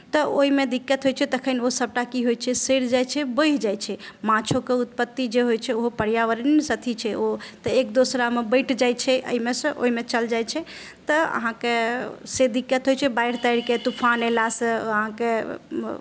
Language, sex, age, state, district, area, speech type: Maithili, female, 30-45, Bihar, Madhubani, rural, spontaneous